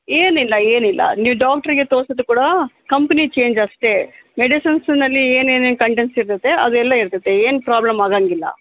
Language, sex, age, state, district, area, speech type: Kannada, female, 30-45, Karnataka, Bellary, rural, conversation